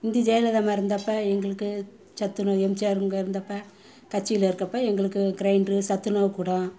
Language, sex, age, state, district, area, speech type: Tamil, female, 60+, Tamil Nadu, Madurai, urban, spontaneous